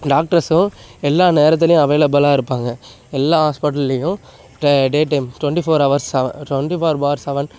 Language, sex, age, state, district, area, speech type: Tamil, male, 18-30, Tamil Nadu, Nagapattinam, urban, spontaneous